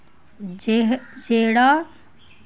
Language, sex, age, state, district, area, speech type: Dogri, female, 30-45, Jammu and Kashmir, Kathua, rural, read